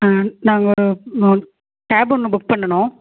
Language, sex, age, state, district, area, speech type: Tamil, female, 45-60, Tamil Nadu, Erode, rural, conversation